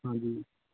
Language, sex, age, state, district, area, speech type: Punjabi, male, 18-30, Punjab, Fatehgarh Sahib, rural, conversation